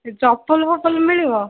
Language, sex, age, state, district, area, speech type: Odia, female, 18-30, Odisha, Kendrapara, urban, conversation